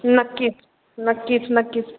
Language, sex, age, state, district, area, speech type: Marathi, female, 30-45, Maharashtra, Satara, urban, conversation